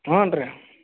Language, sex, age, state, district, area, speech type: Kannada, male, 45-60, Karnataka, Gadag, rural, conversation